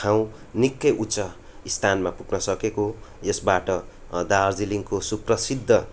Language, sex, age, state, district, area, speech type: Nepali, male, 18-30, West Bengal, Darjeeling, rural, spontaneous